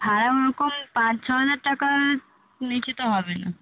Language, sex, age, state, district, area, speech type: Bengali, female, 18-30, West Bengal, Birbhum, urban, conversation